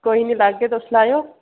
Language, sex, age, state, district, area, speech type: Dogri, female, 18-30, Jammu and Kashmir, Udhampur, rural, conversation